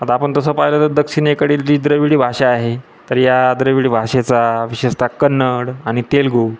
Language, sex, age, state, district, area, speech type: Marathi, male, 45-60, Maharashtra, Jalna, urban, spontaneous